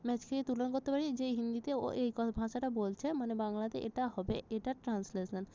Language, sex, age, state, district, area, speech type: Bengali, female, 30-45, West Bengal, Jalpaiguri, rural, spontaneous